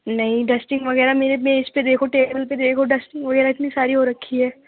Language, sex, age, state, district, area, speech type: Urdu, female, 45-60, Uttar Pradesh, Gautam Buddha Nagar, urban, conversation